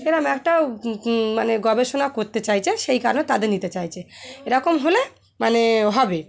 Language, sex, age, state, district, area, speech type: Bengali, female, 45-60, West Bengal, Dakshin Dinajpur, urban, spontaneous